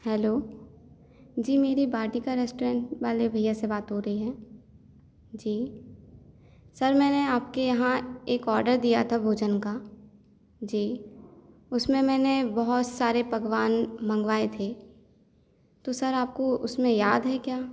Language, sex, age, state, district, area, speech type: Hindi, female, 18-30, Madhya Pradesh, Hoshangabad, urban, spontaneous